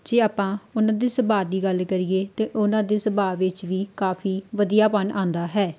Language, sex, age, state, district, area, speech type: Punjabi, female, 18-30, Punjab, Tarn Taran, rural, spontaneous